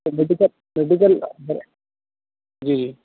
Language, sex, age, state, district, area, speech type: Urdu, male, 30-45, Bihar, Khagaria, rural, conversation